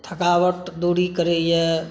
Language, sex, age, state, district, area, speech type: Maithili, male, 45-60, Bihar, Saharsa, rural, spontaneous